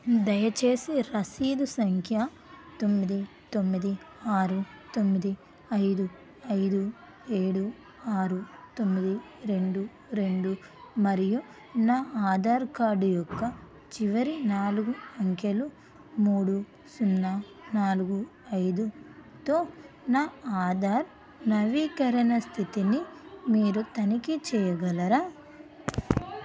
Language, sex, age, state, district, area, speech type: Telugu, female, 30-45, Telangana, Karimnagar, rural, read